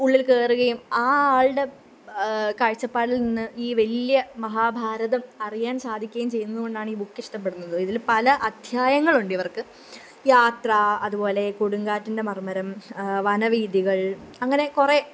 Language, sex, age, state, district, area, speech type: Malayalam, female, 18-30, Kerala, Pathanamthitta, rural, spontaneous